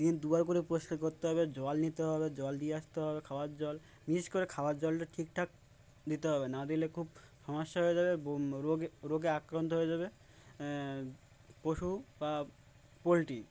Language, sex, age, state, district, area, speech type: Bengali, male, 18-30, West Bengal, Uttar Dinajpur, urban, spontaneous